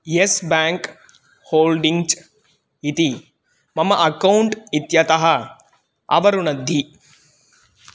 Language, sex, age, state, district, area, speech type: Sanskrit, male, 18-30, Tamil Nadu, Kanyakumari, urban, read